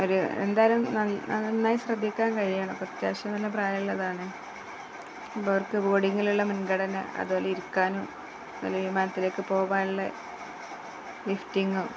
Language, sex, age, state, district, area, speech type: Malayalam, female, 45-60, Kerala, Kozhikode, rural, spontaneous